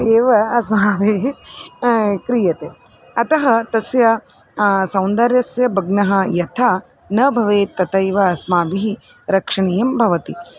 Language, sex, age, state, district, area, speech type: Sanskrit, female, 30-45, Karnataka, Dharwad, urban, spontaneous